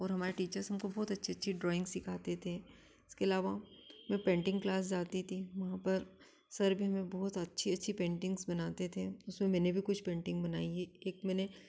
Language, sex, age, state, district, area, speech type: Hindi, female, 30-45, Madhya Pradesh, Ujjain, urban, spontaneous